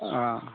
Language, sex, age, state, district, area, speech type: Bodo, male, 60+, Assam, Kokrajhar, urban, conversation